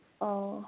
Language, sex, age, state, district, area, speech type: Manipuri, female, 18-30, Manipur, Kangpokpi, urban, conversation